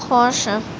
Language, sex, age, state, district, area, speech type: Urdu, female, 18-30, Uttar Pradesh, Gautam Buddha Nagar, urban, read